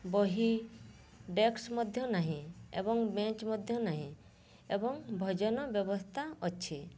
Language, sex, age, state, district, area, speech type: Odia, female, 30-45, Odisha, Mayurbhanj, rural, spontaneous